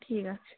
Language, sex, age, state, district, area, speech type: Bengali, female, 18-30, West Bengal, South 24 Parganas, rural, conversation